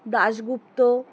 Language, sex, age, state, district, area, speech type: Bengali, female, 30-45, West Bengal, Alipurduar, rural, spontaneous